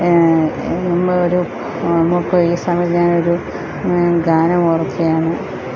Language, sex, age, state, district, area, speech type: Malayalam, female, 45-60, Kerala, Thiruvananthapuram, rural, spontaneous